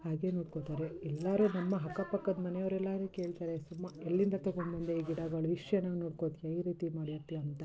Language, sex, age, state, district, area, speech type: Kannada, female, 30-45, Karnataka, Mysore, rural, spontaneous